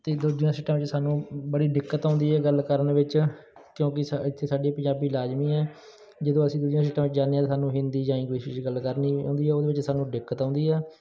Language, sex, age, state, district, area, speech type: Punjabi, male, 30-45, Punjab, Bathinda, urban, spontaneous